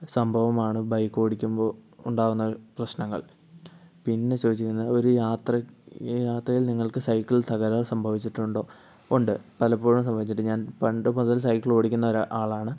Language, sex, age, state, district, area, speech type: Malayalam, male, 18-30, Kerala, Wayanad, rural, spontaneous